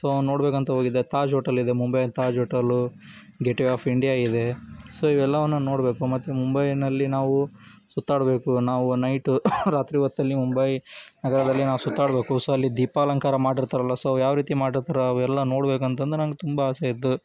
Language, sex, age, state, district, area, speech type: Kannada, male, 18-30, Karnataka, Koppal, rural, spontaneous